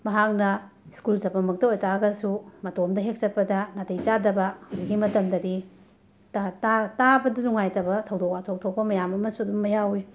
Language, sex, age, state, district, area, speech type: Manipuri, female, 45-60, Manipur, Imphal West, urban, spontaneous